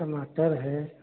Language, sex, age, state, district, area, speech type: Hindi, male, 45-60, Uttar Pradesh, Hardoi, rural, conversation